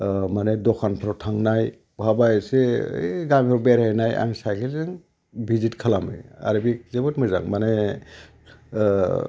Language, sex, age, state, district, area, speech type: Bodo, male, 60+, Assam, Udalguri, urban, spontaneous